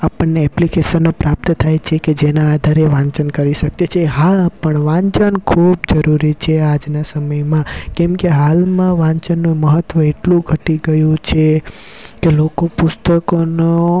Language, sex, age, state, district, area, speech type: Gujarati, male, 18-30, Gujarat, Rajkot, rural, spontaneous